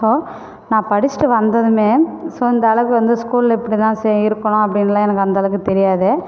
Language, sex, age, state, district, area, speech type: Tamil, female, 45-60, Tamil Nadu, Cuddalore, rural, spontaneous